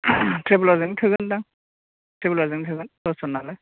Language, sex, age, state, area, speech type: Bodo, male, 18-30, Assam, urban, conversation